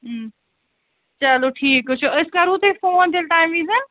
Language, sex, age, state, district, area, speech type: Kashmiri, female, 60+, Jammu and Kashmir, Srinagar, urban, conversation